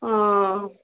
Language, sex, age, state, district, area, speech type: Assamese, female, 30-45, Assam, Morigaon, rural, conversation